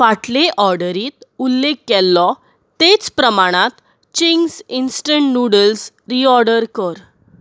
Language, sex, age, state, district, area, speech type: Goan Konkani, female, 30-45, Goa, Bardez, rural, read